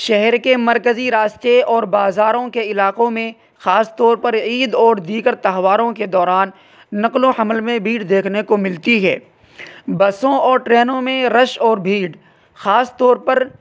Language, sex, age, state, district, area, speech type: Urdu, male, 18-30, Uttar Pradesh, Saharanpur, urban, spontaneous